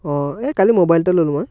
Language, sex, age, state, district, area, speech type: Assamese, male, 18-30, Assam, Biswanath, rural, spontaneous